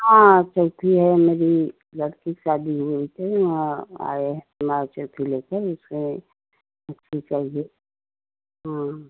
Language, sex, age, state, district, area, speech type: Hindi, female, 30-45, Uttar Pradesh, Jaunpur, rural, conversation